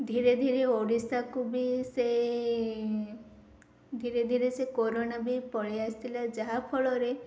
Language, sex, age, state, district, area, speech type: Odia, female, 18-30, Odisha, Ganjam, urban, spontaneous